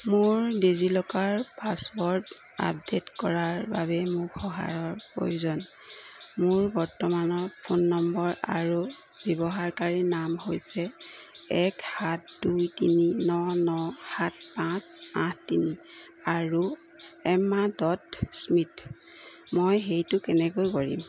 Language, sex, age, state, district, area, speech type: Assamese, female, 45-60, Assam, Jorhat, urban, read